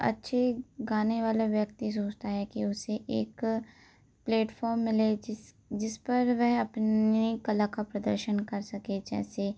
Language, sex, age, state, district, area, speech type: Hindi, female, 18-30, Madhya Pradesh, Hoshangabad, urban, spontaneous